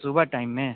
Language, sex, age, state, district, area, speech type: Hindi, male, 45-60, Uttar Pradesh, Sonbhadra, rural, conversation